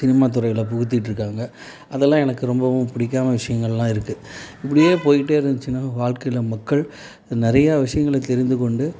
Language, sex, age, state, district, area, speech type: Tamil, male, 45-60, Tamil Nadu, Salem, urban, spontaneous